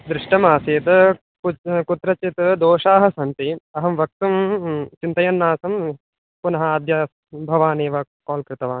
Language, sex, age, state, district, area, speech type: Sanskrit, male, 18-30, Telangana, Medak, urban, conversation